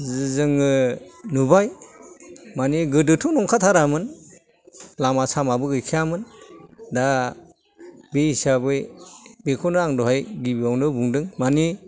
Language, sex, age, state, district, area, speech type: Bodo, male, 60+, Assam, Kokrajhar, rural, spontaneous